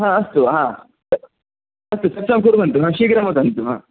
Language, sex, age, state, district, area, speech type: Sanskrit, male, 18-30, Karnataka, Chikkamagaluru, rural, conversation